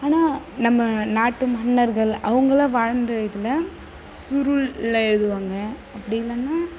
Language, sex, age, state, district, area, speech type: Tamil, female, 18-30, Tamil Nadu, Kallakurichi, rural, spontaneous